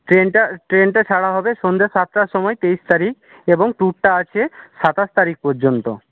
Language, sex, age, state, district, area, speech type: Bengali, male, 60+, West Bengal, Jhargram, rural, conversation